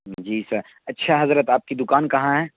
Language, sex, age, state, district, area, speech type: Urdu, male, 18-30, Uttar Pradesh, Saharanpur, urban, conversation